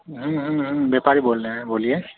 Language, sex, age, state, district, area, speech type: Hindi, male, 18-30, Bihar, Begusarai, rural, conversation